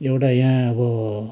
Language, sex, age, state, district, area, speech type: Nepali, male, 60+, West Bengal, Kalimpong, rural, spontaneous